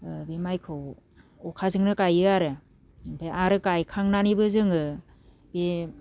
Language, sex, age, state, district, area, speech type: Bodo, female, 30-45, Assam, Baksa, rural, spontaneous